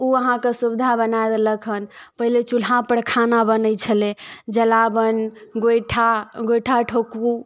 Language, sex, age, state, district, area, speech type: Maithili, female, 18-30, Bihar, Darbhanga, rural, spontaneous